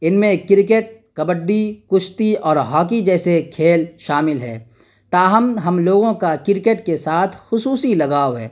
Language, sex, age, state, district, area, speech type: Urdu, male, 30-45, Bihar, Darbhanga, urban, spontaneous